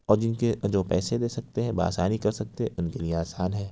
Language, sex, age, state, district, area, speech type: Urdu, male, 60+, Uttar Pradesh, Lucknow, urban, spontaneous